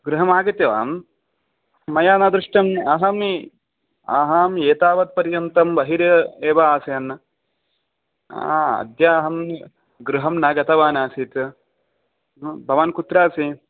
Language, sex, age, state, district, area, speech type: Sanskrit, male, 30-45, Telangana, Hyderabad, urban, conversation